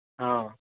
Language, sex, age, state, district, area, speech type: Odia, male, 18-30, Odisha, Bargarh, urban, conversation